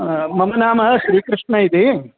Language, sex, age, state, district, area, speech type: Sanskrit, male, 45-60, Karnataka, Vijayapura, urban, conversation